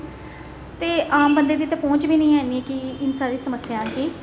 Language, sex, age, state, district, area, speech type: Dogri, female, 30-45, Jammu and Kashmir, Jammu, urban, spontaneous